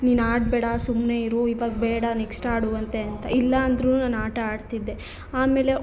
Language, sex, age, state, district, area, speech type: Kannada, female, 30-45, Karnataka, Hassan, urban, spontaneous